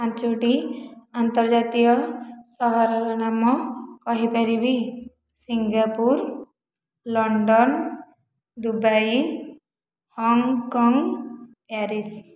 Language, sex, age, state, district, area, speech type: Odia, female, 30-45, Odisha, Khordha, rural, spontaneous